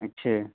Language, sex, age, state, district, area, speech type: Urdu, male, 18-30, Uttar Pradesh, Saharanpur, urban, conversation